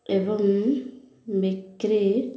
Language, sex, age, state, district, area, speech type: Odia, female, 30-45, Odisha, Ganjam, urban, spontaneous